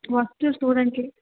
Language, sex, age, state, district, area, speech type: Tamil, female, 18-30, Tamil Nadu, Thanjavur, urban, conversation